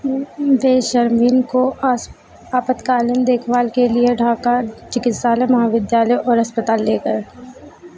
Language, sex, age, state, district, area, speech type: Hindi, female, 18-30, Madhya Pradesh, Harda, urban, read